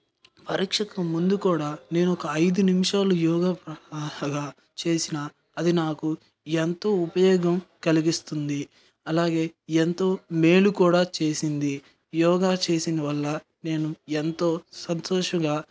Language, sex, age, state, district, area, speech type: Telugu, male, 18-30, Andhra Pradesh, Nellore, rural, spontaneous